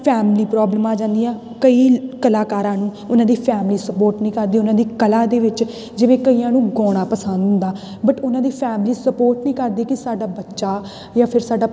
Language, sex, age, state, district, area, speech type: Punjabi, female, 18-30, Punjab, Tarn Taran, rural, spontaneous